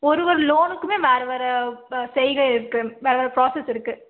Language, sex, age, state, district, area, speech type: Tamil, female, 18-30, Tamil Nadu, Karur, rural, conversation